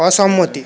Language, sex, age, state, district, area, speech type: Bengali, male, 30-45, West Bengal, Paschim Bardhaman, urban, read